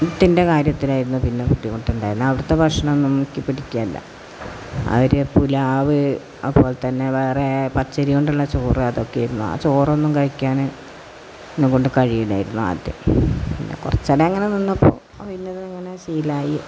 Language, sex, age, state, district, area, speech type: Malayalam, female, 60+, Kerala, Malappuram, rural, spontaneous